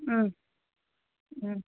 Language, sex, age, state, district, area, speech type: Tamil, female, 18-30, Tamil Nadu, Chengalpattu, rural, conversation